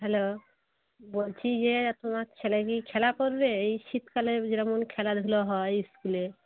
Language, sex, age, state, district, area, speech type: Bengali, female, 30-45, West Bengal, Dakshin Dinajpur, urban, conversation